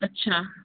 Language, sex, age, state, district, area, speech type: Marathi, male, 18-30, Maharashtra, Nagpur, urban, conversation